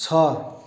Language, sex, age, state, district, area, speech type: Nepali, male, 45-60, West Bengal, Darjeeling, rural, read